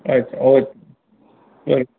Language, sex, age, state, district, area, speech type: Gujarati, male, 30-45, Gujarat, Morbi, rural, conversation